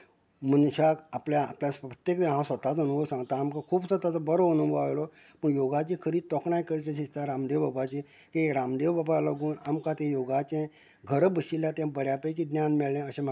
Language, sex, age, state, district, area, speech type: Goan Konkani, male, 45-60, Goa, Canacona, rural, spontaneous